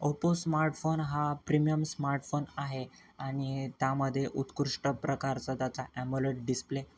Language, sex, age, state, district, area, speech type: Marathi, male, 18-30, Maharashtra, Nanded, rural, spontaneous